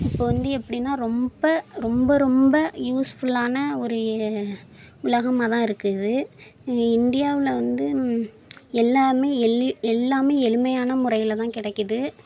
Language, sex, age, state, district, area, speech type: Tamil, female, 18-30, Tamil Nadu, Thanjavur, rural, spontaneous